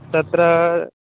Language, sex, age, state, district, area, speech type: Sanskrit, male, 18-30, Telangana, Medak, urban, conversation